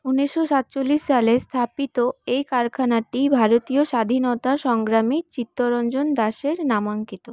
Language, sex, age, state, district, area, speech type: Bengali, female, 18-30, West Bengal, Paschim Bardhaman, urban, spontaneous